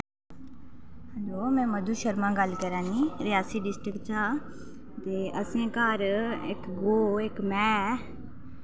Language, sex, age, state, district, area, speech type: Dogri, female, 30-45, Jammu and Kashmir, Reasi, rural, spontaneous